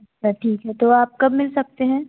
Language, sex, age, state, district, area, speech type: Hindi, female, 18-30, Madhya Pradesh, Betul, rural, conversation